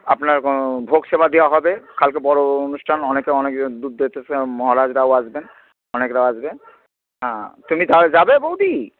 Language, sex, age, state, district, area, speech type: Bengali, male, 45-60, West Bengal, Hooghly, urban, conversation